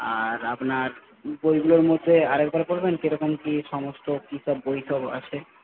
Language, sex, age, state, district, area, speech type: Bengali, male, 18-30, West Bengal, Paschim Medinipur, rural, conversation